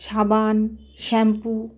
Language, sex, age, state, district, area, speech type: Bengali, female, 45-60, West Bengal, Malda, rural, spontaneous